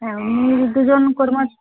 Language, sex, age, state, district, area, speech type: Bengali, female, 60+, West Bengal, Jhargram, rural, conversation